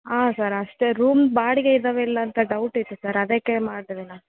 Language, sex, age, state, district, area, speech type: Kannada, female, 18-30, Karnataka, Bellary, urban, conversation